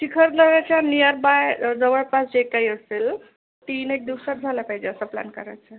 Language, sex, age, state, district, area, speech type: Marathi, female, 30-45, Maharashtra, Amravati, urban, conversation